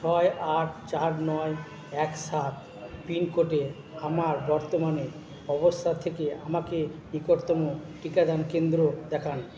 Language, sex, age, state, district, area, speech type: Bengali, male, 45-60, West Bengal, Purba Bardhaman, urban, read